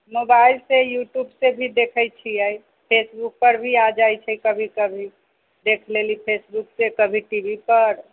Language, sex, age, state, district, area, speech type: Maithili, female, 60+, Bihar, Sitamarhi, rural, conversation